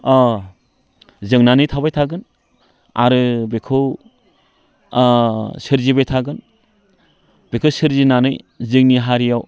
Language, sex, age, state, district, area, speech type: Bodo, male, 45-60, Assam, Udalguri, rural, spontaneous